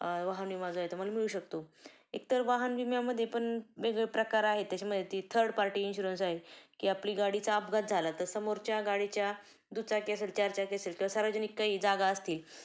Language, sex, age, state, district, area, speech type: Marathi, female, 30-45, Maharashtra, Ahmednagar, rural, spontaneous